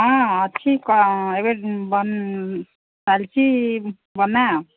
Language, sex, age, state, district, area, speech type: Odia, female, 60+, Odisha, Gajapati, rural, conversation